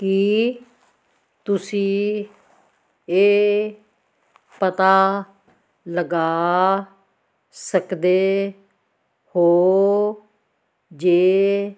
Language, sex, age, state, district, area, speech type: Punjabi, female, 60+, Punjab, Fazilka, rural, read